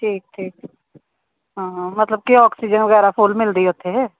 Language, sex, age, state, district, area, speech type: Punjabi, female, 30-45, Punjab, Gurdaspur, urban, conversation